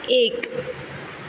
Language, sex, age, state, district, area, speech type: Goan Konkani, female, 18-30, Goa, Quepem, rural, read